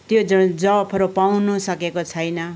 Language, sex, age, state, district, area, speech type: Nepali, female, 60+, West Bengal, Kalimpong, rural, spontaneous